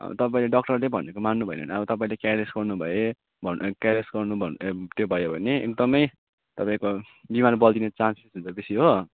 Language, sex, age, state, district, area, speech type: Nepali, male, 18-30, West Bengal, Kalimpong, rural, conversation